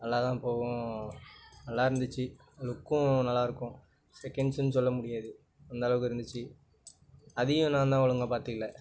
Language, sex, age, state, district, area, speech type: Tamil, male, 18-30, Tamil Nadu, Nagapattinam, rural, spontaneous